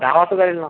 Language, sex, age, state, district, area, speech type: Marathi, male, 30-45, Maharashtra, Akola, rural, conversation